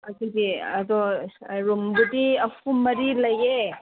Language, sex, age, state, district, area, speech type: Manipuri, female, 30-45, Manipur, Senapati, rural, conversation